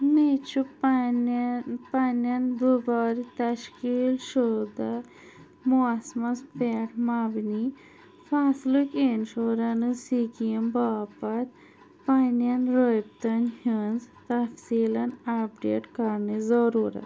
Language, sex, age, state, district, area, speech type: Kashmiri, female, 30-45, Jammu and Kashmir, Anantnag, urban, read